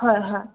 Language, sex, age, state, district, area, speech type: Assamese, female, 18-30, Assam, Goalpara, urban, conversation